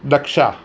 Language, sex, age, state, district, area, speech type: Gujarati, male, 60+, Gujarat, Surat, urban, spontaneous